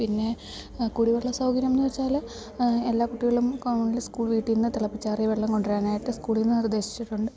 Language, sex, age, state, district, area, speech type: Malayalam, female, 30-45, Kerala, Idukki, rural, spontaneous